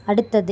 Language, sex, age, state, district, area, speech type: Tamil, female, 18-30, Tamil Nadu, Madurai, urban, read